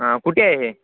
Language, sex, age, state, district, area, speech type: Marathi, male, 18-30, Maharashtra, Wardha, rural, conversation